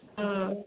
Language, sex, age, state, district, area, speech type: Maithili, female, 18-30, Bihar, Madhubani, rural, conversation